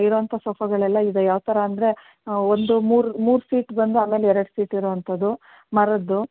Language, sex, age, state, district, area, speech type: Kannada, female, 45-60, Karnataka, Mysore, rural, conversation